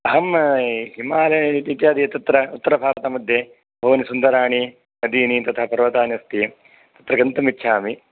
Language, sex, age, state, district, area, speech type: Sanskrit, male, 30-45, Karnataka, Raichur, rural, conversation